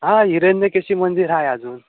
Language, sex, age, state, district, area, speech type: Marathi, male, 18-30, Maharashtra, Sindhudurg, rural, conversation